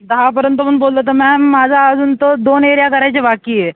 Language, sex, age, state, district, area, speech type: Marathi, male, 18-30, Maharashtra, Thane, urban, conversation